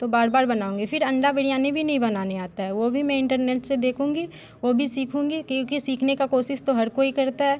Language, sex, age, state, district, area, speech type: Hindi, female, 18-30, Bihar, Muzaffarpur, urban, spontaneous